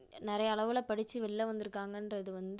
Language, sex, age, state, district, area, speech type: Tamil, female, 30-45, Tamil Nadu, Nagapattinam, rural, spontaneous